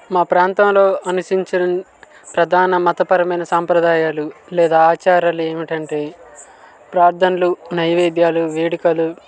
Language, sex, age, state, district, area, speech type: Telugu, male, 18-30, Andhra Pradesh, Guntur, urban, spontaneous